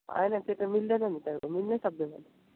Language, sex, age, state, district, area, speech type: Nepali, male, 18-30, West Bengal, Darjeeling, rural, conversation